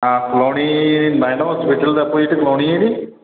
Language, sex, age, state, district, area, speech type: Dogri, male, 45-60, Jammu and Kashmir, Reasi, rural, conversation